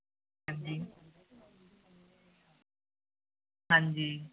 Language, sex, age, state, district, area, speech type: Punjabi, female, 45-60, Punjab, Gurdaspur, rural, conversation